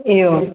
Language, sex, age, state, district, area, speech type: Sanskrit, female, 18-30, Kerala, Thrissur, urban, conversation